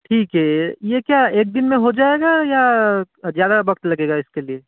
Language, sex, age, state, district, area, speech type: Hindi, male, 30-45, Rajasthan, Jaipur, urban, conversation